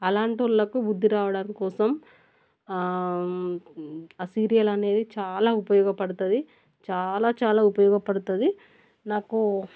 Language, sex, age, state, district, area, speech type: Telugu, female, 30-45, Telangana, Warangal, rural, spontaneous